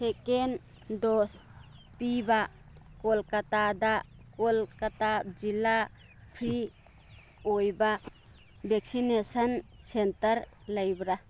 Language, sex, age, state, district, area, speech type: Manipuri, female, 30-45, Manipur, Churachandpur, rural, read